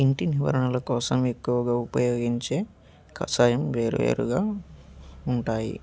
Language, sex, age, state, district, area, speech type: Telugu, male, 18-30, Andhra Pradesh, Annamaya, rural, spontaneous